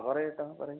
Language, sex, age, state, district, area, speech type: Malayalam, male, 60+, Kerala, Palakkad, rural, conversation